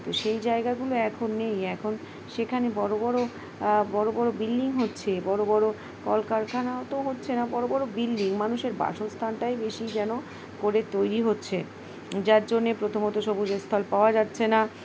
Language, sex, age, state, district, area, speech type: Bengali, female, 45-60, West Bengal, Uttar Dinajpur, urban, spontaneous